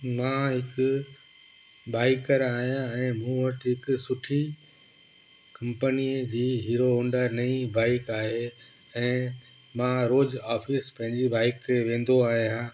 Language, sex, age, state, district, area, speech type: Sindhi, male, 18-30, Gujarat, Kutch, rural, spontaneous